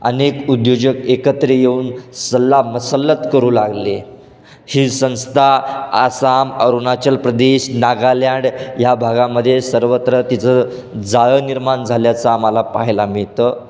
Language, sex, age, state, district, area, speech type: Marathi, male, 18-30, Maharashtra, Satara, urban, spontaneous